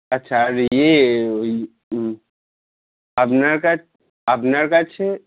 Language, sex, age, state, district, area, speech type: Bengali, male, 30-45, West Bengal, Darjeeling, urban, conversation